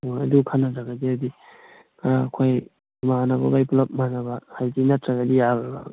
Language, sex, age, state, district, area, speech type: Manipuri, male, 18-30, Manipur, Kangpokpi, urban, conversation